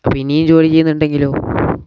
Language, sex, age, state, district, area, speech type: Malayalam, male, 18-30, Kerala, Wayanad, rural, spontaneous